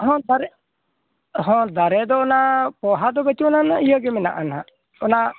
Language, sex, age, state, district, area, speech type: Santali, male, 60+, Odisha, Mayurbhanj, rural, conversation